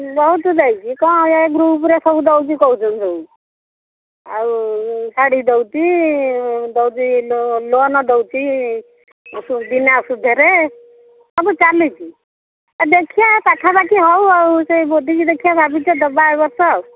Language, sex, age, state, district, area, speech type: Odia, female, 60+, Odisha, Jagatsinghpur, rural, conversation